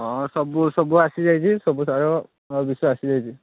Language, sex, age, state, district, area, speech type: Odia, male, 30-45, Odisha, Balasore, rural, conversation